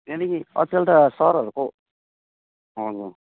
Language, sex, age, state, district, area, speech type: Nepali, male, 30-45, West Bengal, Kalimpong, rural, conversation